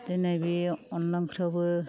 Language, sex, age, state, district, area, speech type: Bodo, female, 30-45, Assam, Kokrajhar, rural, spontaneous